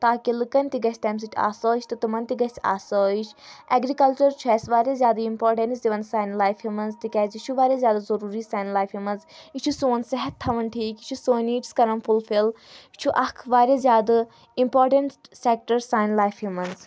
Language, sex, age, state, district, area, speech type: Kashmiri, female, 18-30, Jammu and Kashmir, Anantnag, rural, spontaneous